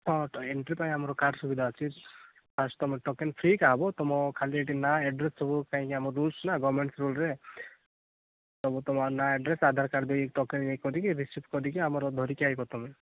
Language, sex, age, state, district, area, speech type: Odia, male, 18-30, Odisha, Rayagada, rural, conversation